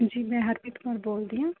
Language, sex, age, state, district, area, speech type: Punjabi, female, 30-45, Punjab, Rupnagar, rural, conversation